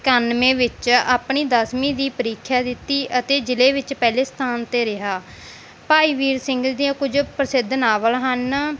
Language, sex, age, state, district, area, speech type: Punjabi, female, 18-30, Punjab, Mansa, rural, spontaneous